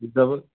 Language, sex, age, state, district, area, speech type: Kashmiri, male, 30-45, Jammu and Kashmir, Shopian, rural, conversation